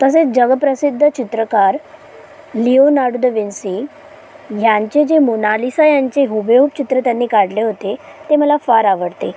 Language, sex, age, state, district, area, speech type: Marathi, female, 18-30, Maharashtra, Solapur, urban, spontaneous